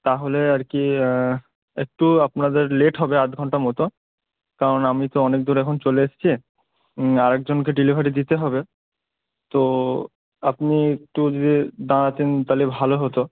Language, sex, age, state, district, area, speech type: Bengali, male, 18-30, West Bengal, Murshidabad, urban, conversation